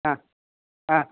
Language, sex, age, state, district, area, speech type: Kannada, male, 45-60, Karnataka, Udupi, rural, conversation